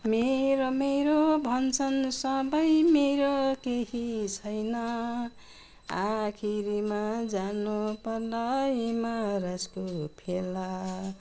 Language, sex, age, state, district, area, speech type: Nepali, female, 60+, West Bengal, Jalpaiguri, rural, spontaneous